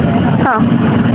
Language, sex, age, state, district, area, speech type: Kannada, female, 30-45, Karnataka, Hassan, urban, conversation